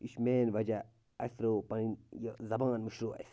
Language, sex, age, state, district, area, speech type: Kashmiri, male, 30-45, Jammu and Kashmir, Bandipora, rural, spontaneous